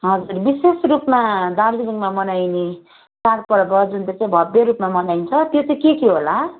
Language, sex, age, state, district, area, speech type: Nepali, female, 30-45, West Bengal, Kalimpong, rural, conversation